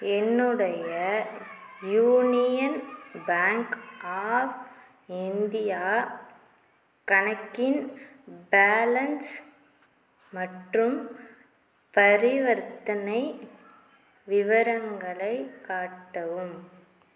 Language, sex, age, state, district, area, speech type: Tamil, female, 45-60, Tamil Nadu, Mayiladuthurai, rural, read